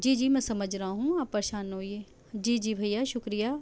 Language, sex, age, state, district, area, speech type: Urdu, female, 30-45, Delhi, South Delhi, urban, spontaneous